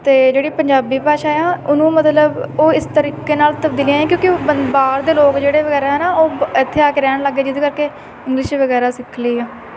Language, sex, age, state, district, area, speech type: Punjabi, female, 18-30, Punjab, Shaheed Bhagat Singh Nagar, urban, spontaneous